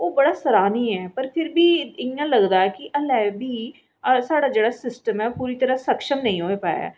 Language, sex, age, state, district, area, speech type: Dogri, female, 45-60, Jammu and Kashmir, Reasi, urban, spontaneous